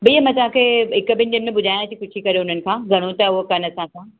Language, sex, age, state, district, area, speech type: Sindhi, female, 45-60, Maharashtra, Mumbai Suburban, urban, conversation